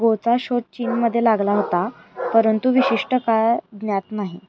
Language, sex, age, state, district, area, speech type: Marathi, female, 18-30, Maharashtra, Kolhapur, urban, read